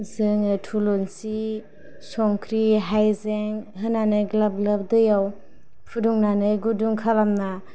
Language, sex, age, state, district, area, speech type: Bodo, female, 18-30, Assam, Kokrajhar, rural, spontaneous